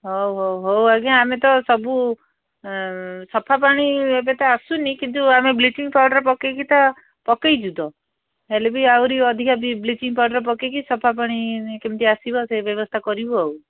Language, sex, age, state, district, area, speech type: Odia, female, 60+, Odisha, Gajapati, rural, conversation